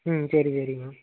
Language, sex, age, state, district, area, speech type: Tamil, male, 18-30, Tamil Nadu, Nagapattinam, rural, conversation